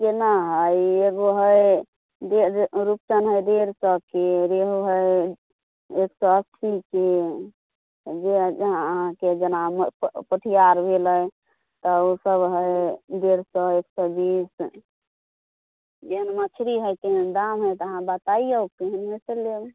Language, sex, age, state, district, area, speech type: Maithili, female, 18-30, Bihar, Samastipur, rural, conversation